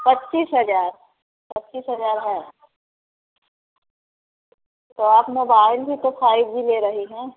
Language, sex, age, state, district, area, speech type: Hindi, female, 30-45, Uttar Pradesh, Prayagraj, urban, conversation